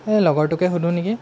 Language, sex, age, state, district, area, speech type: Assamese, male, 18-30, Assam, Golaghat, rural, spontaneous